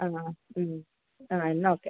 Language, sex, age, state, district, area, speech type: Malayalam, female, 30-45, Kerala, Wayanad, rural, conversation